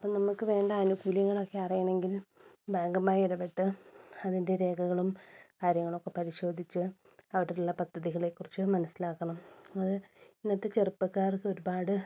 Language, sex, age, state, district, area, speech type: Malayalam, female, 30-45, Kerala, Wayanad, rural, spontaneous